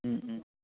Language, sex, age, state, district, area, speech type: Assamese, male, 18-30, Assam, Charaideo, rural, conversation